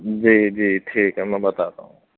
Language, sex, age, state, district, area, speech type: Urdu, male, 45-60, Uttar Pradesh, Gautam Buddha Nagar, rural, conversation